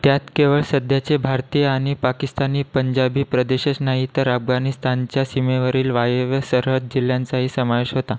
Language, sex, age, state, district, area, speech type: Marathi, male, 18-30, Maharashtra, Washim, rural, read